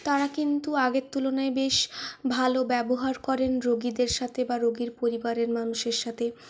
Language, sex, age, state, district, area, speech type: Bengali, female, 18-30, West Bengal, Purulia, urban, spontaneous